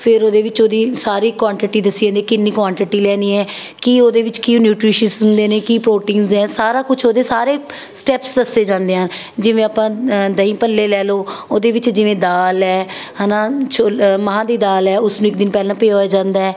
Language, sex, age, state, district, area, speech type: Punjabi, female, 30-45, Punjab, Patiala, urban, spontaneous